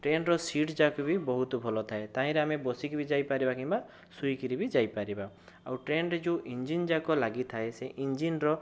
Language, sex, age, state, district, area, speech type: Odia, male, 18-30, Odisha, Bhadrak, rural, spontaneous